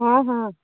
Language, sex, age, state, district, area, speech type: Odia, female, 30-45, Odisha, Nayagarh, rural, conversation